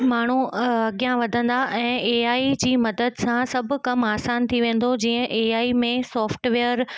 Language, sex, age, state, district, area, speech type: Sindhi, female, 18-30, Gujarat, Kutch, urban, spontaneous